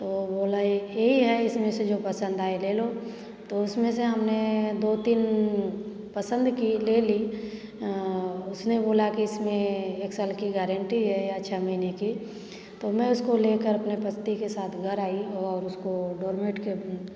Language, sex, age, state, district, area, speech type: Hindi, female, 30-45, Uttar Pradesh, Varanasi, rural, spontaneous